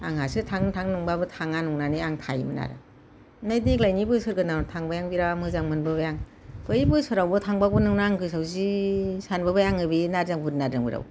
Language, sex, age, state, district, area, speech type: Bodo, female, 60+, Assam, Kokrajhar, urban, spontaneous